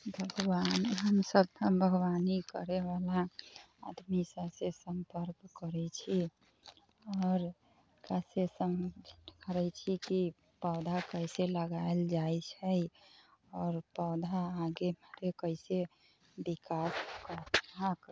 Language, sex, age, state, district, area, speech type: Maithili, female, 30-45, Bihar, Sitamarhi, urban, spontaneous